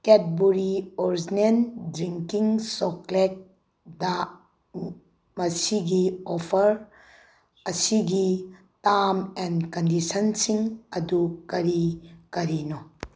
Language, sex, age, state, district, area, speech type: Manipuri, female, 45-60, Manipur, Bishnupur, rural, read